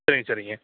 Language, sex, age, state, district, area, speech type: Tamil, male, 45-60, Tamil Nadu, Madurai, rural, conversation